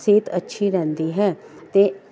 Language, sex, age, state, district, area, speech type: Punjabi, female, 45-60, Punjab, Jalandhar, urban, spontaneous